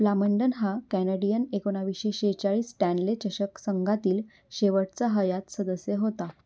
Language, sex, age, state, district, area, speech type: Marathi, female, 18-30, Maharashtra, Nashik, urban, read